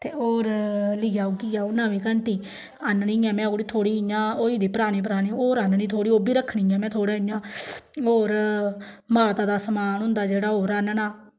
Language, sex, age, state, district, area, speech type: Dogri, female, 30-45, Jammu and Kashmir, Samba, rural, spontaneous